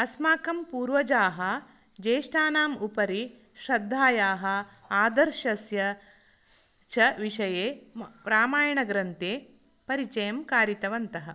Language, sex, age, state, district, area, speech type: Sanskrit, female, 45-60, Karnataka, Dakshina Kannada, rural, spontaneous